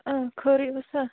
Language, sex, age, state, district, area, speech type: Kashmiri, female, 30-45, Jammu and Kashmir, Bandipora, rural, conversation